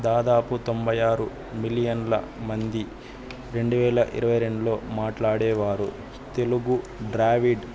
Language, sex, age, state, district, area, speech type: Telugu, female, 18-30, Andhra Pradesh, Chittoor, urban, spontaneous